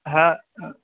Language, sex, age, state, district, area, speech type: Bengali, male, 18-30, West Bengal, Murshidabad, urban, conversation